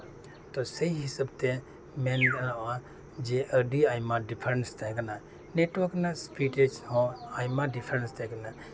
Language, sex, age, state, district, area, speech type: Santali, male, 30-45, West Bengal, Birbhum, rural, spontaneous